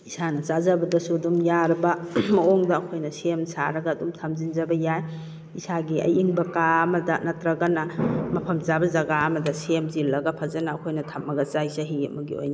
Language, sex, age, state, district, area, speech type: Manipuri, female, 45-60, Manipur, Kakching, rural, spontaneous